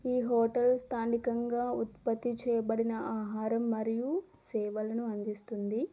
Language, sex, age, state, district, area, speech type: Telugu, female, 30-45, Andhra Pradesh, Eluru, rural, spontaneous